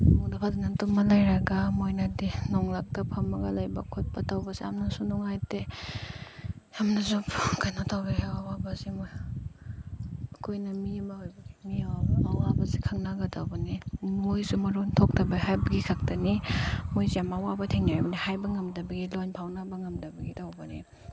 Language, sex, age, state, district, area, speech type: Manipuri, female, 18-30, Manipur, Chandel, rural, spontaneous